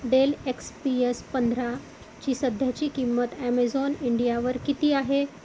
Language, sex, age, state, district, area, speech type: Marathi, female, 45-60, Maharashtra, Amravati, urban, read